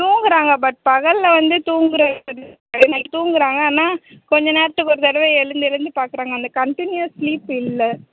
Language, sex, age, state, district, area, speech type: Tamil, female, 30-45, Tamil Nadu, Chennai, urban, conversation